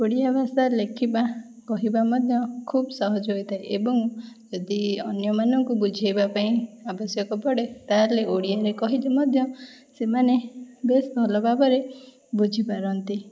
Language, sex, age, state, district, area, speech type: Odia, female, 18-30, Odisha, Puri, urban, spontaneous